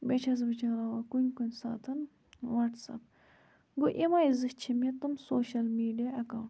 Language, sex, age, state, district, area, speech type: Kashmiri, female, 18-30, Jammu and Kashmir, Budgam, rural, spontaneous